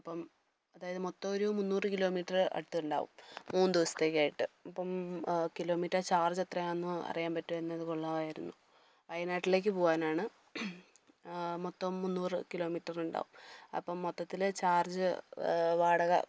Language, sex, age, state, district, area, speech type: Malayalam, female, 18-30, Kerala, Idukki, rural, spontaneous